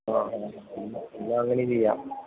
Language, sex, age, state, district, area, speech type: Malayalam, male, 18-30, Kerala, Idukki, rural, conversation